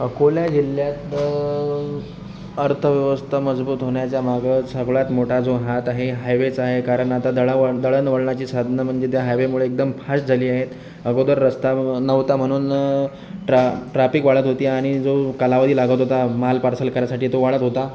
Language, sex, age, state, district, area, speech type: Marathi, male, 18-30, Maharashtra, Akola, rural, spontaneous